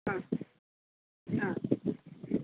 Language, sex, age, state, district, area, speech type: Malayalam, female, 45-60, Kerala, Kottayam, urban, conversation